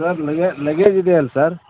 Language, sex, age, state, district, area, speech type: Kannada, male, 45-60, Karnataka, Koppal, rural, conversation